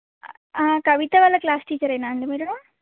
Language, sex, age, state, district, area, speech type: Telugu, female, 18-30, Telangana, Medak, urban, conversation